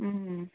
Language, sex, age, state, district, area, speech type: Kannada, female, 60+, Karnataka, Kolar, rural, conversation